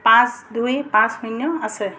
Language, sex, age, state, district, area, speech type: Assamese, female, 45-60, Assam, Jorhat, urban, read